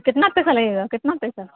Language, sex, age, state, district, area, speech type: Urdu, female, 18-30, Bihar, Saharsa, rural, conversation